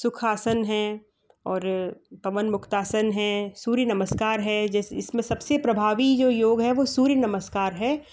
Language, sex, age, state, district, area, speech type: Hindi, female, 45-60, Madhya Pradesh, Gwalior, urban, spontaneous